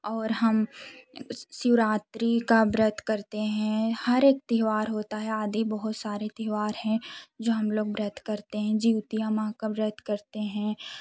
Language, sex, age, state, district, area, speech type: Hindi, female, 18-30, Uttar Pradesh, Jaunpur, urban, spontaneous